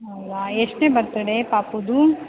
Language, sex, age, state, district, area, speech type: Kannada, female, 18-30, Karnataka, Bellary, rural, conversation